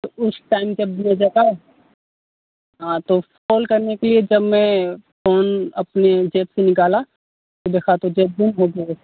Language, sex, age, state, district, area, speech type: Hindi, male, 30-45, Uttar Pradesh, Mau, rural, conversation